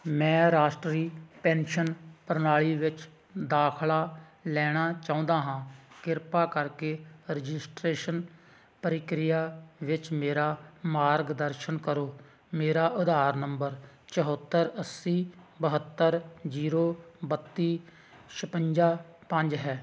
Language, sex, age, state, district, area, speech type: Punjabi, male, 45-60, Punjab, Hoshiarpur, rural, read